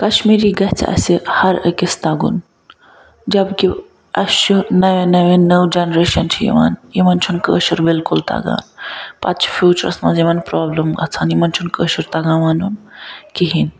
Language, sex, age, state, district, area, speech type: Kashmiri, female, 45-60, Jammu and Kashmir, Ganderbal, urban, spontaneous